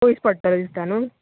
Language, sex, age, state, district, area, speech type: Goan Konkani, female, 30-45, Goa, Tiswadi, rural, conversation